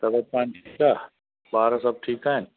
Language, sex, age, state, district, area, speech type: Sindhi, male, 60+, Gujarat, Junagadh, rural, conversation